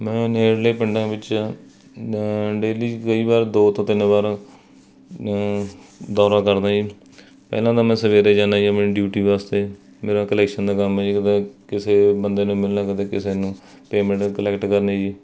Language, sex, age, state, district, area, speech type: Punjabi, male, 30-45, Punjab, Mohali, rural, spontaneous